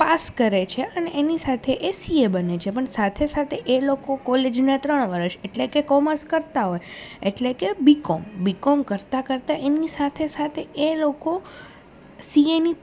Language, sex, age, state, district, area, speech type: Gujarati, female, 18-30, Gujarat, Rajkot, urban, spontaneous